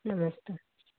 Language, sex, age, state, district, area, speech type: Hindi, female, 45-60, Uttar Pradesh, Mau, rural, conversation